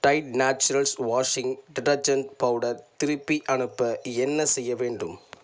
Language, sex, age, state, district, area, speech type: Tamil, male, 30-45, Tamil Nadu, Tiruvarur, rural, read